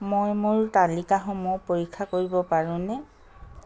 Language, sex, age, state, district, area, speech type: Assamese, female, 60+, Assam, Charaideo, urban, read